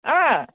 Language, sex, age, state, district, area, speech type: Bodo, female, 60+, Assam, Udalguri, rural, conversation